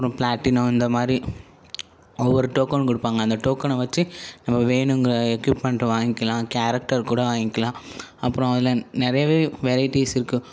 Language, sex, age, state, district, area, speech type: Tamil, male, 18-30, Tamil Nadu, Ariyalur, rural, spontaneous